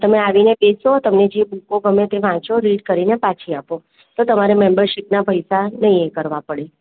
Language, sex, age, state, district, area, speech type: Gujarati, female, 45-60, Gujarat, Surat, urban, conversation